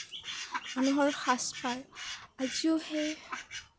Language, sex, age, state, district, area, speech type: Assamese, female, 18-30, Assam, Kamrup Metropolitan, urban, spontaneous